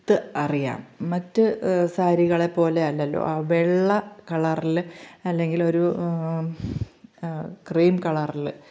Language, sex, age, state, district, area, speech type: Malayalam, female, 45-60, Kerala, Pathanamthitta, rural, spontaneous